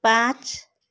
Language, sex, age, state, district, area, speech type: Nepali, female, 45-60, West Bengal, Darjeeling, rural, read